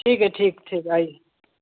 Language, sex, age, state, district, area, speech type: Hindi, male, 18-30, Bihar, Vaishali, urban, conversation